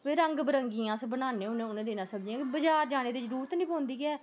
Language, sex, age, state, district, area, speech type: Dogri, female, 30-45, Jammu and Kashmir, Udhampur, urban, spontaneous